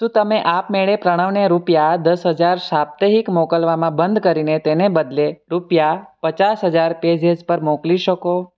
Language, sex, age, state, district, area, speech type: Gujarati, male, 18-30, Gujarat, Surat, rural, read